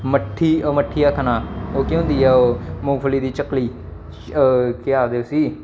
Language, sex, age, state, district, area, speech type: Dogri, male, 18-30, Jammu and Kashmir, Samba, rural, spontaneous